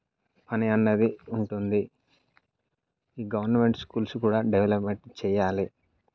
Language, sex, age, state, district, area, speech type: Telugu, male, 18-30, Telangana, Mancherial, rural, spontaneous